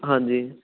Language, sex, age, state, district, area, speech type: Punjabi, male, 18-30, Punjab, Ludhiana, urban, conversation